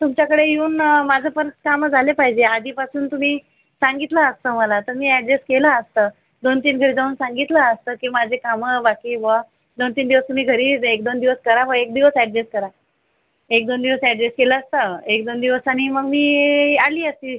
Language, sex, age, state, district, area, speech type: Marathi, female, 45-60, Maharashtra, Buldhana, rural, conversation